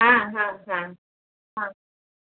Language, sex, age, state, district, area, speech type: Odia, female, 60+, Odisha, Gajapati, rural, conversation